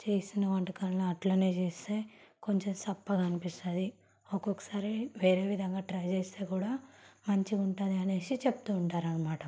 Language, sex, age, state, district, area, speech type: Telugu, female, 18-30, Telangana, Nalgonda, rural, spontaneous